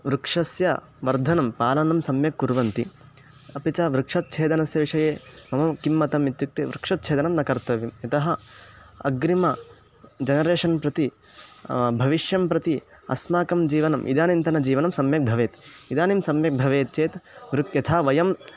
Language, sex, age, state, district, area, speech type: Sanskrit, male, 18-30, Karnataka, Chikkamagaluru, rural, spontaneous